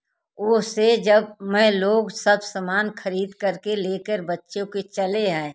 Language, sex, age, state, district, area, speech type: Hindi, female, 60+, Uttar Pradesh, Jaunpur, rural, spontaneous